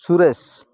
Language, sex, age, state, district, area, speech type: Odia, male, 30-45, Odisha, Kendrapara, urban, spontaneous